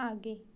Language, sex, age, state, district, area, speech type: Hindi, female, 18-30, Madhya Pradesh, Chhindwara, urban, read